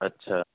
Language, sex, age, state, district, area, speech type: Urdu, male, 18-30, Uttar Pradesh, Gautam Buddha Nagar, urban, conversation